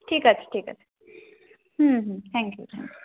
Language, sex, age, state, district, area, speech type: Bengali, female, 45-60, West Bengal, Bankura, urban, conversation